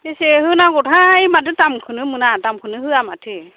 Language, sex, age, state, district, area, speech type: Bodo, female, 45-60, Assam, Kokrajhar, rural, conversation